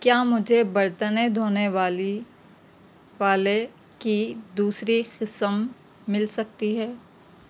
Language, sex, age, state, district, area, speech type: Urdu, female, 30-45, Telangana, Hyderabad, urban, read